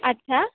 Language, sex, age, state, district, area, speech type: Bengali, female, 18-30, West Bengal, Kolkata, urban, conversation